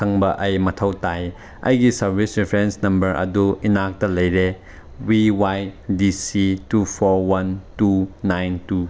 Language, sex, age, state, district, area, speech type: Manipuri, male, 18-30, Manipur, Chandel, rural, read